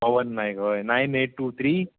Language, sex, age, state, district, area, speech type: Goan Konkani, male, 30-45, Goa, Murmgao, rural, conversation